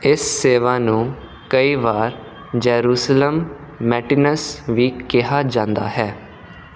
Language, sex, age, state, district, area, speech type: Punjabi, male, 18-30, Punjab, Kapurthala, urban, read